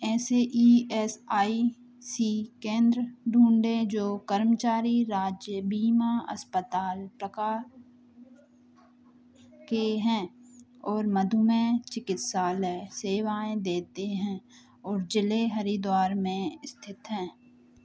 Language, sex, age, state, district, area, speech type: Hindi, female, 30-45, Madhya Pradesh, Hoshangabad, rural, read